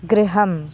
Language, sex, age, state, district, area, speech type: Sanskrit, female, 18-30, Maharashtra, Thane, urban, read